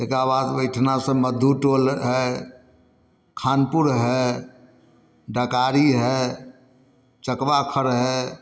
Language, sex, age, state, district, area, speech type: Maithili, male, 60+, Bihar, Samastipur, rural, spontaneous